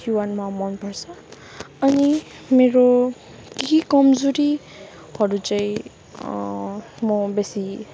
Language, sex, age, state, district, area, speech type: Nepali, female, 30-45, West Bengal, Darjeeling, rural, spontaneous